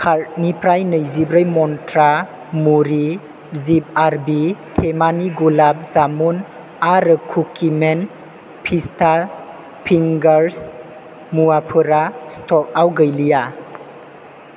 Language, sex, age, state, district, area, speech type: Bodo, male, 18-30, Assam, Chirang, urban, read